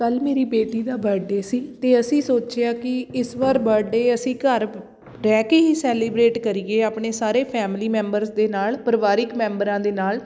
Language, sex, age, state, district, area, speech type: Punjabi, female, 18-30, Punjab, Fatehgarh Sahib, rural, spontaneous